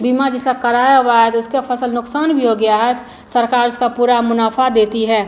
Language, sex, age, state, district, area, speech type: Hindi, female, 45-60, Bihar, Madhubani, rural, spontaneous